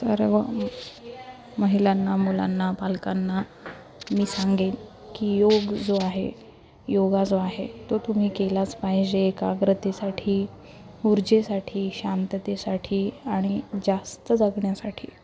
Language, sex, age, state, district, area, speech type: Marathi, female, 30-45, Maharashtra, Nanded, urban, spontaneous